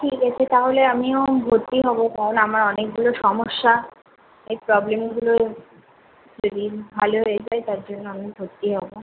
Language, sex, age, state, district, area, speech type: Bengali, female, 18-30, West Bengal, Kolkata, urban, conversation